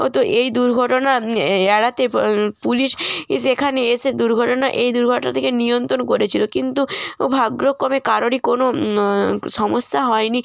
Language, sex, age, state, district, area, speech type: Bengali, female, 18-30, West Bengal, North 24 Parganas, rural, spontaneous